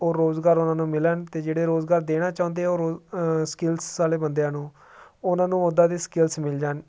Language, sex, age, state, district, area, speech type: Punjabi, male, 30-45, Punjab, Jalandhar, urban, spontaneous